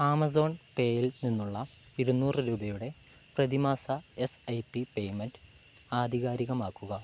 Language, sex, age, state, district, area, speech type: Malayalam, male, 18-30, Kerala, Wayanad, rural, read